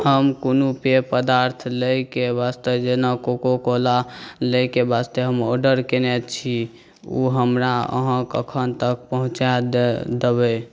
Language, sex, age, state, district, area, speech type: Maithili, male, 18-30, Bihar, Saharsa, rural, spontaneous